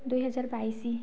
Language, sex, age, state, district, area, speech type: Odia, female, 45-60, Odisha, Nayagarh, rural, spontaneous